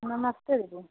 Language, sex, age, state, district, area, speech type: Hindi, female, 45-60, Uttar Pradesh, Prayagraj, rural, conversation